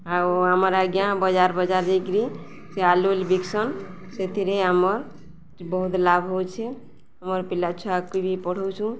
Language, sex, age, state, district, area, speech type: Odia, female, 45-60, Odisha, Balangir, urban, spontaneous